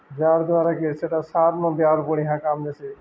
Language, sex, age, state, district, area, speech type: Odia, male, 30-45, Odisha, Balangir, urban, spontaneous